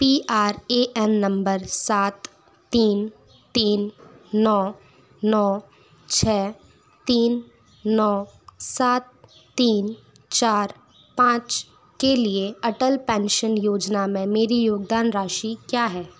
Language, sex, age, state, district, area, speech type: Hindi, female, 30-45, Madhya Pradesh, Bhopal, urban, read